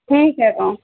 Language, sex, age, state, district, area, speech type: Urdu, female, 18-30, Bihar, Saharsa, rural, conversation